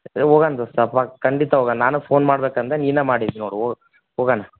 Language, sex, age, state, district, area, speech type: Kannada, male, 18-30, Karnataka, Koppal, rural, conversation